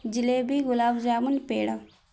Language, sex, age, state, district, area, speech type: Urdu, female, 18-30, Bihar, Khagaria, rural, spontaneous